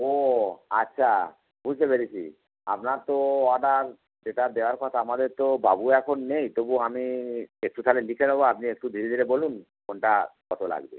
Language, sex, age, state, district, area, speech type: Bengali, male, 60+, West Bengal, North 24 Parganas, urban, conversation